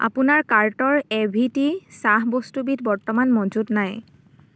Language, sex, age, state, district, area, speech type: Assamese, female, 30-45, Assam, Dibrugarh, rural, read